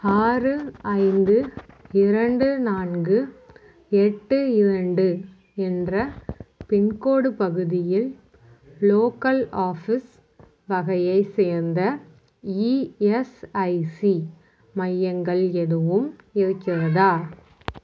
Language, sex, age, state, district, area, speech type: Tamil, female, 30-45, Tamil Nadu, Mayiladuthurai, rural, read